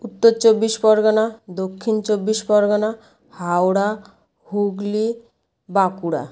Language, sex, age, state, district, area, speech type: Bengali, female, 30-45, West Bengal, South 24 Parganas, rural, spontaneous